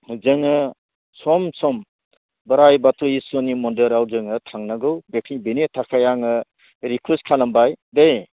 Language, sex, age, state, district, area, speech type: Bodo, male, 60+, Assam, Baksa, rural, conversation